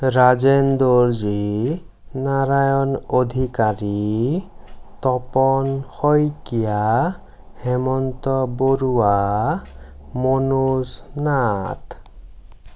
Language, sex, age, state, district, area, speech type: Assamese, male, 18-30, Assam, Sonitpur, rural, spontaneous